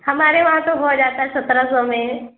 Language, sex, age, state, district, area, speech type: Urdu, female, 30-45, Uttar Pradesh, Lucknow, rural, conversation